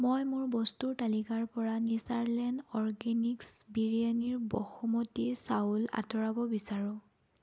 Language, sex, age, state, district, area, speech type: Assamese, female, 18-30, Assam, Sonitpur, rural, read